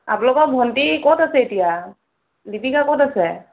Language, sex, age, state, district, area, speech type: Assamese, female, 30-45, Assam, Sonitpur, rural, conversation